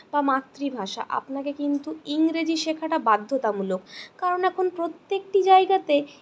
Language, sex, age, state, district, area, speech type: Bengali, female, 60+, West Bengal, Purulia, urban, spontaneous